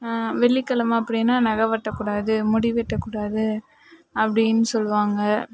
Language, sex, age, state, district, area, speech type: Tamil, female, 30-45, Tamil Nadu, Mayiladuthurai, urban, spontaneous